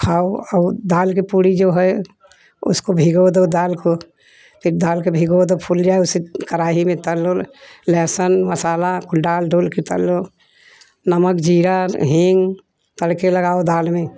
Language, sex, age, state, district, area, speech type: Hindi, female, 60+, Uttar Pradesh, Jaunpur, urban, spontaneous